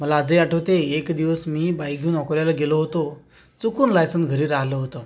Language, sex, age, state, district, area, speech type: Marathi, male, 30-45, Maharashtra, Akola, rural, spontaneous